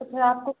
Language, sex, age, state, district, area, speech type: Hindi, female, 18-30, Madhya Pradesh, Narsinghpur, rural, conversation